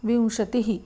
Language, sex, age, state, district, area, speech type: Sanskrit, female, 30-45, Maharashtra, Nagpur, urban, spontaneous